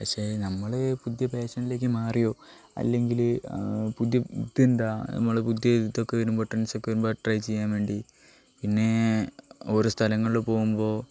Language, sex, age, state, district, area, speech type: Malayalam, male, 18-30, Kerala, Wayanad, rural, spontaneous